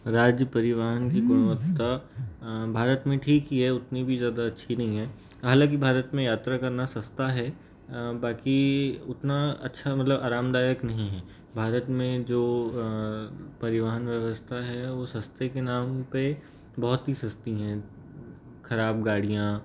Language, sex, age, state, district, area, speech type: Hindi, male, 30-45, Madhya Pradesh, Balaghat, rural, spontaneous